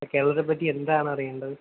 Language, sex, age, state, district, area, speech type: Malayalam, male, 18-30, Kerala, Kottayam, rural, conversation